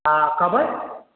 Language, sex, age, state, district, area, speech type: Urdu, male, 60+, Bihar, Supaul, rural, conversation